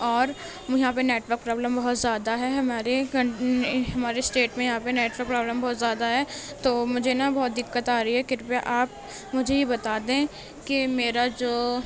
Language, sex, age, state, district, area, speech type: Urdu, female, 18-30, Uttar Pradesh, Gautam Buddha Nagar, urban, spontaneous